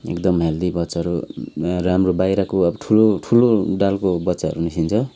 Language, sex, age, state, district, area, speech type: Nepali, male, 30-45, West Bengal, Kalimpong, rural, spontaneous